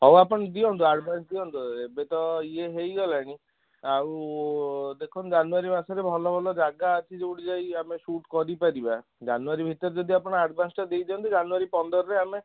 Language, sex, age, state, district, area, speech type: Odia, male, 30-45, Odisha, Cuttack, urban, conversation